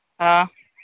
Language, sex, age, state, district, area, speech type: Hindi, male, 30-45, Bihar, Madhepura, rural, conversation